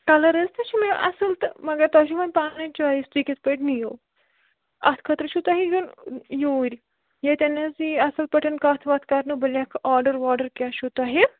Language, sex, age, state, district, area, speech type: Kashmiri, female, 30-45, Jammu and Kashmir, Bandipora, rural, conversation